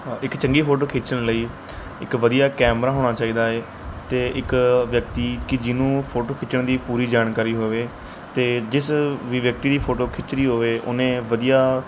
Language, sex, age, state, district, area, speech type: Punjabi, male, 18-30, Punjab, Mohali, rural, spontaneous